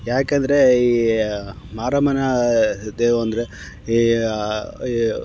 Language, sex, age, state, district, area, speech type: Kannada, male, 30-45, Karnataka, Chamarajanagar, rural, spontaneous